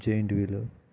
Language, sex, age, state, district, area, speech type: Telugu, male, 18-30, Andhra Pradesh, Eluru, urban, spontaneous